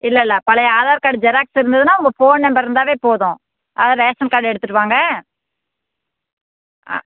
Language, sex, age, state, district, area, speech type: Tamil, female, 45-60, Tamil Nadu, Namakkal, rural, conversation